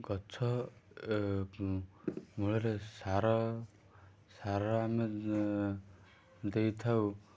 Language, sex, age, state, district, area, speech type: Odia, male, 18-30, Odisha, Kendrapara, urban, spontaneous